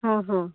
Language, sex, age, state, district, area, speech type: Odia, female, 30-45, Odisha, Nayagarh, rural, conversation